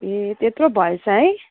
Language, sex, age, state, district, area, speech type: Nepali, female, 45-60, West Bengal, Alipurduar, urban, conversation